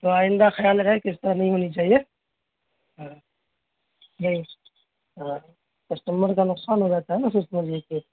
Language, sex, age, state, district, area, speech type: Urdu, male, 18-30, Bihar, Madhubani, rural, conversation